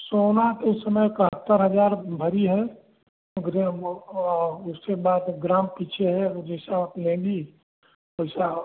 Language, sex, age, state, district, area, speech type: Hindi, male, 60+, Uttar Pradesh, Chandauli, urban, conversation